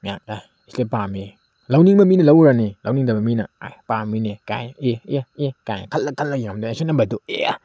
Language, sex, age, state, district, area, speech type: Manipuri, male, 30-45, Manipur, Tengnoupal, urban, spontaneous